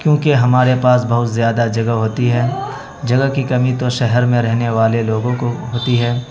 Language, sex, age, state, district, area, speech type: Urdu, male, 18-30, Bihar, Araria, rural, spontaneous